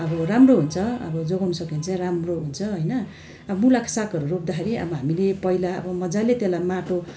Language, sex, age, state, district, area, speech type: Nepali, female, 45-60, West Bengal, Darjeeling, rural, spontaneous